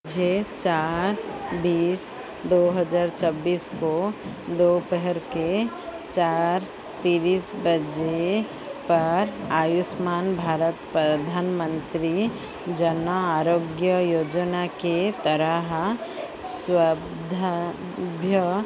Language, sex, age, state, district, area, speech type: Hindi, female, 45-60, Madhya Pradesh, Chhindwara, rural, read